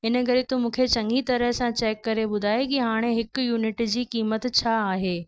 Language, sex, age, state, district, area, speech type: Sindhi, female, 30-45, Rajasthan, Ajmer, urban, spontaneous